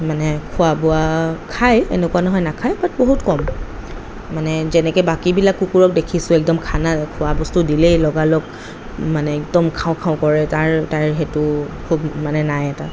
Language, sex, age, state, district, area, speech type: Assamese, female, 30-45, Assam, Kamrup Metropolitan, urban, spontaneous